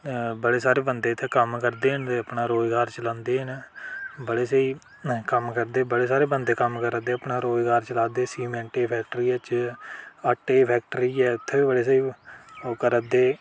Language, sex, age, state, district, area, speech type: Dogri, male, 18-30, Jammu and Kashmir, Udhampur, rural, spontaneous